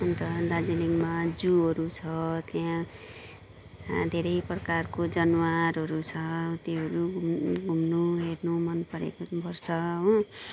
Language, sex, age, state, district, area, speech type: Nepali, female, 30-45, West Bengal, Kalimpong, rural, spontaneous